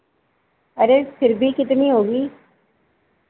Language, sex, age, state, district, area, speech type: Hindi, female, 45-60, Uttar Pradesh, Ayodhya, rural, conversation